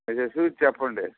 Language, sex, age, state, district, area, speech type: Telugu, male, 60+, Andhra Pradesh, Sri Balaji, urban, conversation